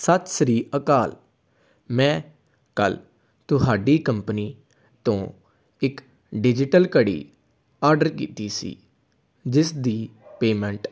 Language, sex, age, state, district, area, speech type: Punjabi, male, 18-30, Punjab, Amritsar, urban, spontaneous